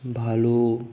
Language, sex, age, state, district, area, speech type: Hindi, male, 18-30, Rajasthan, Bharatpur, rural, spontaneous